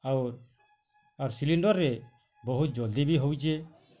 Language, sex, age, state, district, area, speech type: Odia, male, 45-60, Odisha, Bargarh, urban, spontaneous